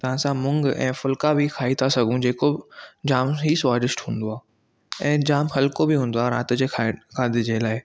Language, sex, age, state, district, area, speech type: Sindhi, male, 18-30, Maharashtra, Thane, urban, spontaneous